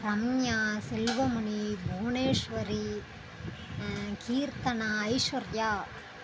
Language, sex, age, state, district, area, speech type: Tamil, female, 30-45, Tamil Nadu, Mayiladuthurai, urban, spontaneous